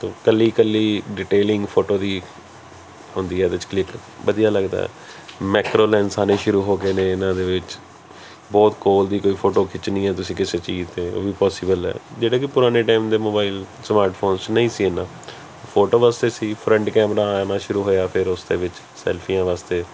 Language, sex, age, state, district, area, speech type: Punjabi, male, 30-45, Punjab, Kapurthala, urban, spontaneous